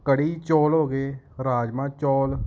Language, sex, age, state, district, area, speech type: Punjabi, male, 30-45, Punjab, Gurdaspur, rural, spontaneous